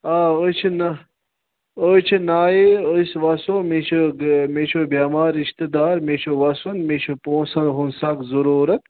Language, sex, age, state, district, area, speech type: Kashmiri, male, 30-45, Jammu and Kashmir, Ganderbal, rural, conversation